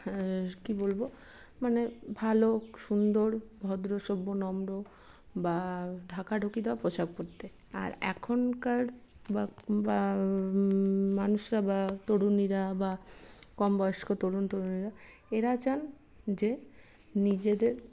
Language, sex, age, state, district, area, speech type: Bengali, female, 30-45, West Bengal, Paschim Bardhaman, urban, spontaneous